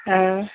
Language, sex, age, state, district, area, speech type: Manipuri, female, 60+, Manipur, Kangpokpi, urban, conversation